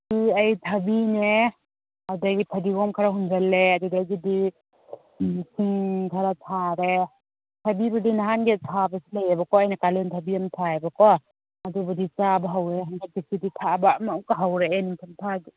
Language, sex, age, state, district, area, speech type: Manipuri, female, 30-45, Manipur, Senapati, rural, conversation